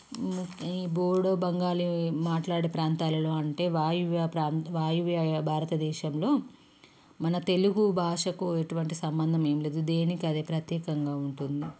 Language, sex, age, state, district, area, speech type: Telugu, female, 30-45, Telangana, Peddapalli, urban, spontaneous